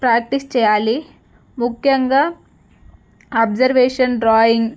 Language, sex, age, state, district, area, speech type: Telugu, female, 18-30, Telangana, Narayanpet, rural, spontaneous